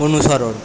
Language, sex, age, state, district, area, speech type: Bengali, male, 18-30, West Bengal, Paschim Medinipur, rural, read